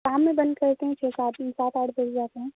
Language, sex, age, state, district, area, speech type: Urdu, female, 18-30, Bihar, Saharsa, rural, conversation